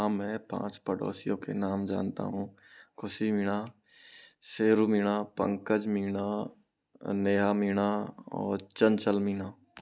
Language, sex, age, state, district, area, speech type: Hindi, male, 30-45, Rajasthan, Karauli, rural, spontaneous